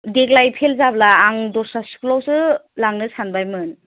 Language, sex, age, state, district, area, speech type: Bodo, female, 18-30, Assam, Chirang, rural, conversation